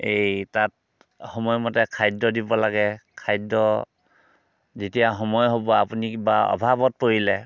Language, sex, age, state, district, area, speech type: Assamese, male, 45-60, Assam, Dhemaji, rural, spontaneous